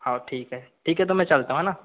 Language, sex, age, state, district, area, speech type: Hindi, male, 18-30, Madhya Pradesh, Balaghat, rural, conversation